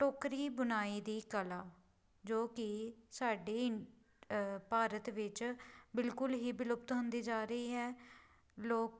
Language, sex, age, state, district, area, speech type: Punjabi, female, 18-30, Punjab, Pathankot, rural, spontaneous